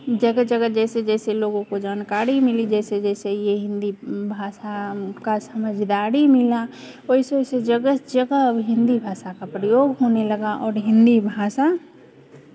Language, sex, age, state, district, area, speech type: Hindi, female, 45-60, Bihar, Begusarai, rural, spontaneous